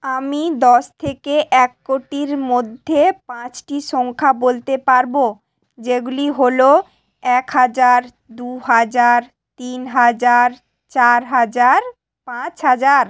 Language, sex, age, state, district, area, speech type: Bengali, female, 18-30, West Bengal, Hooghly, urban, spontaneous